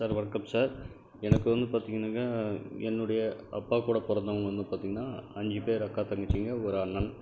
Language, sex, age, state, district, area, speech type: Tamil, male, 45-60, Tamil Nadu, Krishnagiri, rural, spontaneous